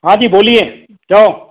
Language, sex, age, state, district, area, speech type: Sindhi, male, 45-60, Madhya Pradesh, Katni, urban, conversation